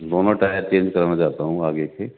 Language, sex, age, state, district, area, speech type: Urdu, male, 60+, Delhi, South Delhi, urban, conversation